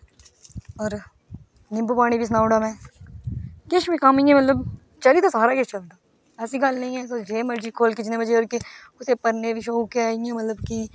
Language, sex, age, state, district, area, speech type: Dogri, female, 18-30, Jammu and Kashmir, Udhampur, rural, spontaneous